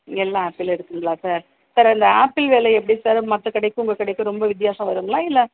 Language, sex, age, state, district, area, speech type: Tamil, female, 45-60, Tamil Nadu, Salem, rural, conversation